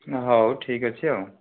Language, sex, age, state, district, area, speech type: Odia, male, 30-45, Odisha, Dhenkanal, rural, conversation